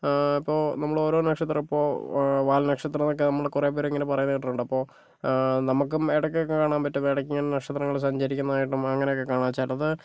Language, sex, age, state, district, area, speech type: Malayalam, male, 30-45, Kerala, Kozhikode, urban, spontaneous